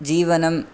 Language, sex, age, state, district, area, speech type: Sanskrit, male, 18-30, Karnataka, Bangalore Urban, rural, spontaneous